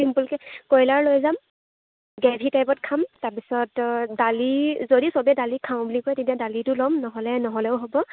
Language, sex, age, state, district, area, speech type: Assamese, female, 18-30, Assam, Lakhimpur, rural, conversation